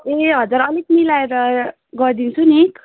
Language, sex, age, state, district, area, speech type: Nepali, female, 18-30, West Bengal, Darjeeling, rural, conversation